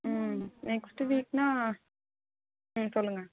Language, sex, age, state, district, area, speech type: Tamil, female, 18-30, Tamil Nadu, Tiruvarur, rural, conversation